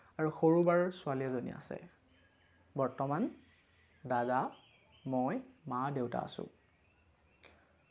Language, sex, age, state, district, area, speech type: Assamese, male, 18-30, Assam, Lakhimpur, rural, spontaneous